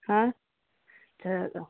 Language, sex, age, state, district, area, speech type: Maithili, female, 18-30, Bihar, Darbhanga, rural, conversation